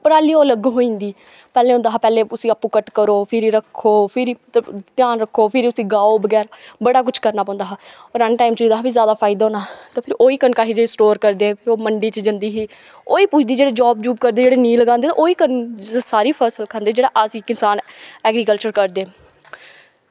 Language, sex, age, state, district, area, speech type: Dogri, female, 18-30, Jammu and Kashmir, Kathua, rural, spontaneous